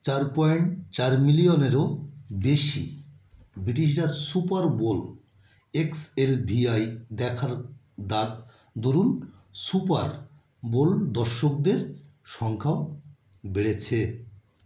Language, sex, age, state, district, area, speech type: Bengali, male, 45-60, West Bengal, Birbhum, urban, read